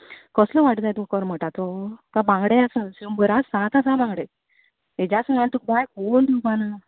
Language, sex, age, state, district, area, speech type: Goan Konkani, female, 30-45, Goa, Canacona, rural, conversation